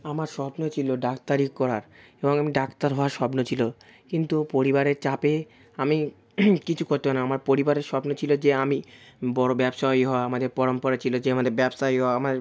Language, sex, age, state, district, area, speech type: Bengali, male, 18-30, West Bengal, South 24 Parganas, rural, spontaneous